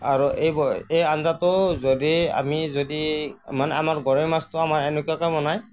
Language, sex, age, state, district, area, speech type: Assamese, male, 60+, Assam, Nagaon, rural, spontaneous